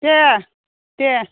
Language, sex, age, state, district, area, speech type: Bodo, female, 60+, Assam, Chirang, rural, conversation